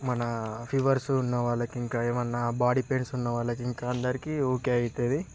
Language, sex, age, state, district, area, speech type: Telugu, male, 18-30, Telangana, Peddapalli, rural, spontaneous